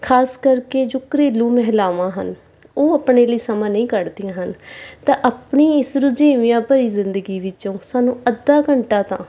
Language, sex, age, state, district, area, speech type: Punjabi, female, 30-45, Punjab, Mansa, urban, spontaneous